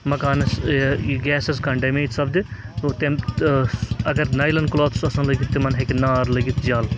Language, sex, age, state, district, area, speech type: Kashmiri, male, 18-30, Jammu and Kashmir, Srinagar, urban, spontaneous